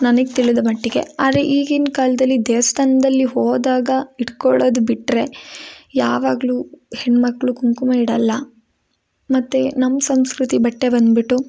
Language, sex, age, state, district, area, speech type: Kannada, female, 18-30, Karnataka, Chikkamagaluru, rural, spontaneous